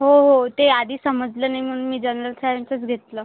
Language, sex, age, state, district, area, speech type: Marathi, female, 18-30, Maharashtra, Washim, rural, conversation